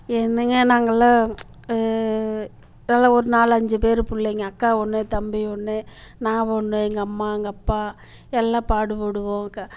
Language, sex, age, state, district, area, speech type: Tamil, female, 45-60, Tamil Nadu, Namakkal, rural, spontaneous